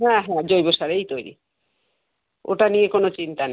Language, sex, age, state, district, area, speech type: Bengali, female, 30-45, West Bengal, Birbhum, urban, conversation